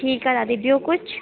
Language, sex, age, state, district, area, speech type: Sindhi, female, 18-30, Rajasthan, Ajmer, urban, conversation